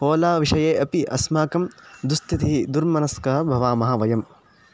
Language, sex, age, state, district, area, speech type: Sanskrit, male, 18-30, Karnataka, Chikkamagaluru, rural, spontaneous